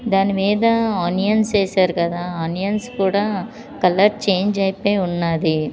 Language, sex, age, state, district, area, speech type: Telugu, female, 45-60, Andhra Pradesh, Anakapalli, rural, spontaneous